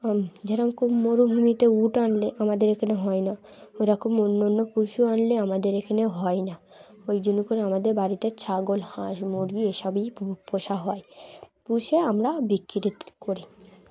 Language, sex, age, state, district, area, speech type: Bengali, female, 18-30, West Bengal, Dakshin Dinajpur, urban, spontaneous